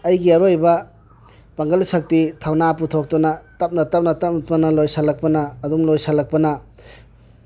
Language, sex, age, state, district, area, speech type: Manipuri, male, 60+, Manipur, Tengnoupal, rural, spontaneous